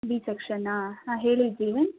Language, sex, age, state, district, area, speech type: Kannada, female, 18-30, Karnataka, Kolar, rural, conversation